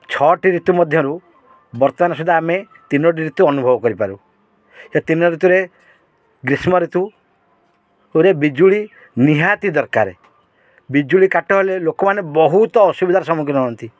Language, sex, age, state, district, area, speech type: Odia, male, 45-60, Odisha, Kendrapara, urban, spontaneous